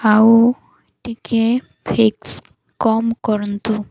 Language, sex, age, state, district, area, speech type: Odia, female, 18-30, Odisha, Koraput, urban, spontaneous